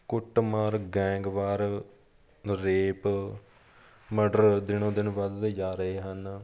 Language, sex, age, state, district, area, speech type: Punjabi, male, 30-45, Punjab, Fatehgarh Sahib, rural, spontaneous